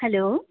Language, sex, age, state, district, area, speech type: Nepali, female, 30-45, West Bengal, Jalpaiguri, urban, conversation